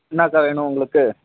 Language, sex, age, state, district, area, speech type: Tamil, male, 18-30, Tamil Nadu, Kallakurichi, rural, conversation